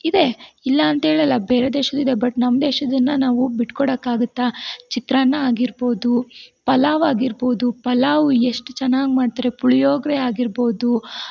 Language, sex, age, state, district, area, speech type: Kannada, female, 18-30, Karnataka, Tumkur, rural, spontaneous